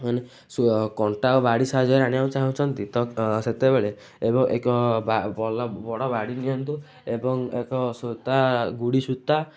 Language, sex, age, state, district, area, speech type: Odia, male, 18-30, Odisha, Kendujhar, urban, spontaneous